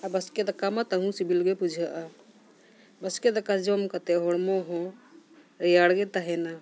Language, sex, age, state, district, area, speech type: Santali, female, 45-60, Jharkhand, Bokaro, rural, spontaneous